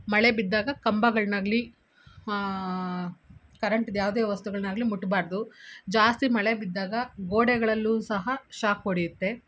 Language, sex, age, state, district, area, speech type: Kannada, female, 30-45, Karnataka, Kolar, urban, spontaneous